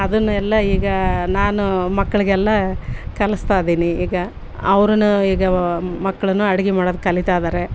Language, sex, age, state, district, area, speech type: Kannada, female, 45-60, Karnataka, Vijayanagara, rural, spontaneous